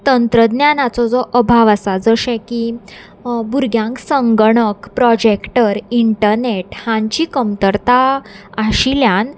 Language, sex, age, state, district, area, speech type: Goan Konkani, female, 18-30, Goa, Salcete, rural, spontaneous